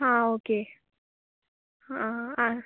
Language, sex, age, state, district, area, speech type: Goan Konkani, female, 18-30, Goa, Canacona, rural, conversation